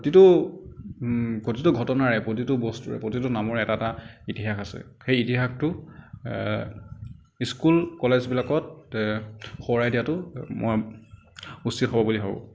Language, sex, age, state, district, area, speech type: Assamese, male, 30-45, Assam, Nagaon, rural, spontaneous